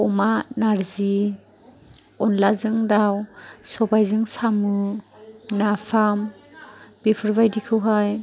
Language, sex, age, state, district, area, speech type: Bodo, female, 18-30, Assam, Chirang, rural, spontaneous